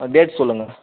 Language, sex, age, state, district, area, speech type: Tamil, male, 45-60, Tamil Nadu, Sivaganga, rural, conversation